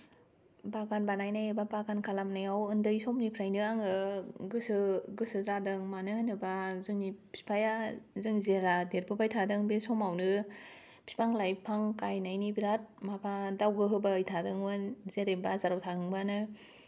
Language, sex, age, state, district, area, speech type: Bodo, female, 18-30, Assam, Kokrajhar, rural, spontaneous